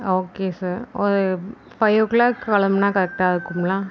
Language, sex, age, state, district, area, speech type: Tamil, female, 18-30, Tamil Nadu, Tiruvarur, rural, spontaneous